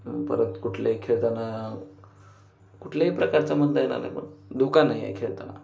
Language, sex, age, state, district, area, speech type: Marathi, male, 18-30, Maharashtra, Ratnagiri, rural, spontaneous